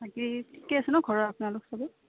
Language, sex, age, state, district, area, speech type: Assamese, female, 18-30, Assam, Udalguri, rural, conversation